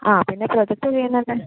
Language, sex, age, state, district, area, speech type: Malayalam, female, 18-30, Kerala, Palakkad, rural, conversation